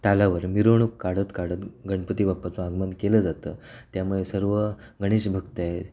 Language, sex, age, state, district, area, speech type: Marathi, male, 30-45, Maharashtra, Sindhudurg, rural, spontaneous